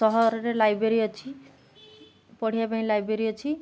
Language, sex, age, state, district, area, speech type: Odia, female, 30-45, Odisha, Jagatsinghpur, urban, spontaneous